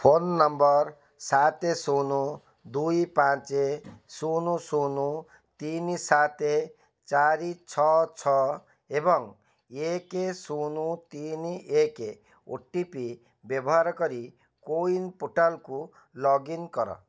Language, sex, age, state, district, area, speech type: Odia, male, 45-60, Odisha, Cuttack, urban, read